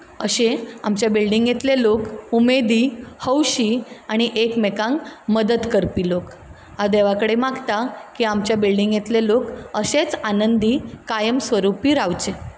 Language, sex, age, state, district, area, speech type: Goan Konkani, female, 30-45, Goa, Ponda, rural, spontaneous